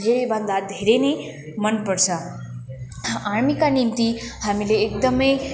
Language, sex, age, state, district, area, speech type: Nepali, female, 18-30, West Bengal, Kalimpong, rural, spontaneous